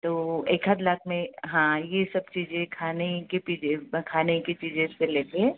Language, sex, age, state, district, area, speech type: Hindi, female, 60+, Madhya Pradesh, Balaghat, rural, conversation